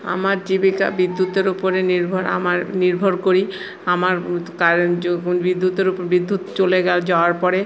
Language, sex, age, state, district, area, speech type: Bengali, female, 45-60, West Bengal, Paschim Bardhaman, urban, spontaneous